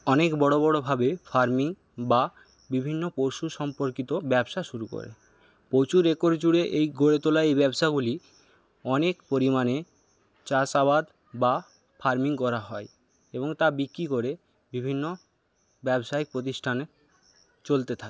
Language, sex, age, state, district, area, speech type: Bengali, male, 60+, West Bengal, Paschim Medinipur, rural, spontaneous